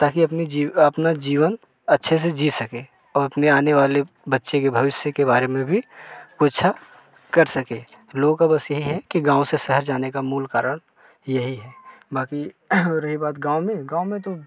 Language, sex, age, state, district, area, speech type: Hindi, male, 30-45, Uttar Pradesh, Jaunpur, rural, spontaneous